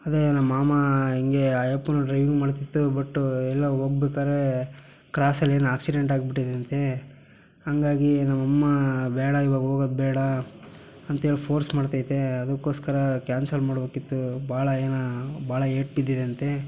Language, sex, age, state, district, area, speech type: Kannada, male, 18-30, Karnataka, Chitradurga, rural, spontaneous